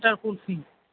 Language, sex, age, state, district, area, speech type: Gujarati, female, 30-45, Gujarat, Aravalli, urban, conversation